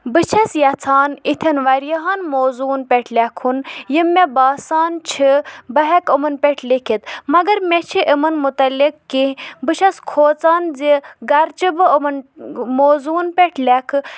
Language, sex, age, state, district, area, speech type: Kashmiri, female, 45-60, Jammu and Kashmir, Bandipora, rural, spontaneous